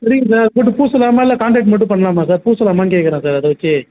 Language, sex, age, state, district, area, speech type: Tamil, male, 18-30, Tamil Nadu, Kallakurichi, rural, conversation